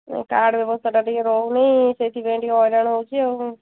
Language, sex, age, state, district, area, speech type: Odia, female, 45-60, Odisha, Angul, rural, conversation